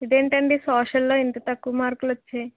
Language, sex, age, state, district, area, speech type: Telugu, female, 18-30, Andhra Pradesh, Anakapalli, urban, conversation